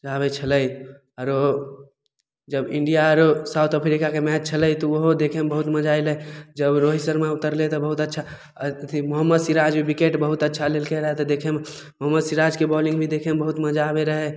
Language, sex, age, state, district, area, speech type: Maithili, male, 18-30, Bihar, Samastipur, rural, spontaneous